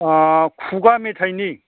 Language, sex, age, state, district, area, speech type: Bodo, male, 60+, Assam, Chirang, rural, conversation